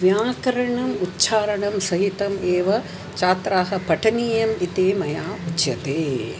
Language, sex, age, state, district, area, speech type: Sanskrit, female, 60+, Tamil Nadu, Chennai, urban, spontaneous